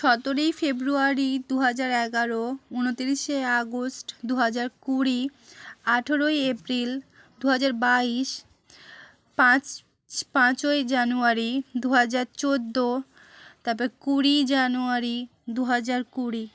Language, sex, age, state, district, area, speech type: Bengali, female, 45-60, West Bengal, South 24 Parganas, rural, spontaneous